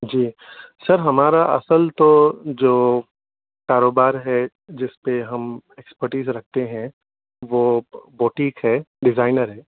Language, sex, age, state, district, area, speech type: Urdu, male, 30-45, Telangana, Hyderabad, urban, conversation